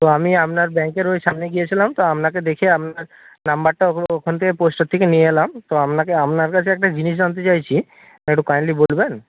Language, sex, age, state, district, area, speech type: Bengali, male, 45-60, West Bengal, Purba Medinipur, rural, conversation